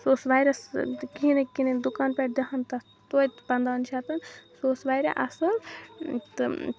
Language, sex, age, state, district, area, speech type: Kashmiri, female, 30-45, Jammu and Kashmir, Baramulla, rural, spontaneous